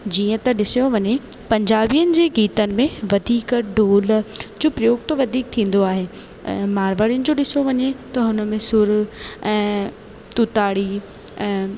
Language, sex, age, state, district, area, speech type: Sindhi, female, 18-30, Rajasthan, Ajmer, urban, spontaneous